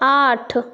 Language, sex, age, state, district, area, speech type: Maithili, female, 30-45, Bihar, Saharsa, rural, read